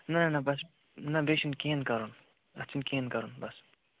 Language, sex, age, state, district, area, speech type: Kashmiri, male, 18-30, Jammu and Kashmir, Bandipora, rural, conversation